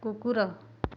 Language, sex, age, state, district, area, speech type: Odia, female, 30-45, Odisha, Bargarh, rural, read